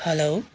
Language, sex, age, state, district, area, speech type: Nepali, male, 30-45, West Bengal, Darjeeling, rural, spontaneous